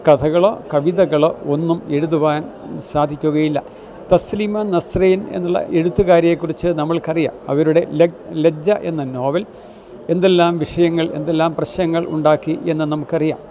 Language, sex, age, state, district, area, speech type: Malayalam, male, 60+, Kerala, Kottayam, rural, spontaneous